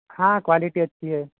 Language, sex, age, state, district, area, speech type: Hindi, male, 30-45, Madhya Pradesh, Balaghat, rural, conversation